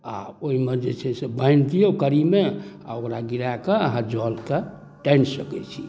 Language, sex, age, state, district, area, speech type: Maithili, male, 60+, Bihar, Darbhanga, rural, spontaneous